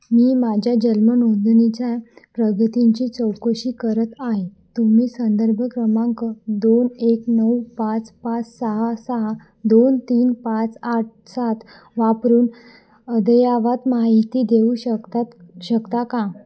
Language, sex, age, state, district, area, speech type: Marathi, female, 18-30, Maharashtra, Wardha, urban, read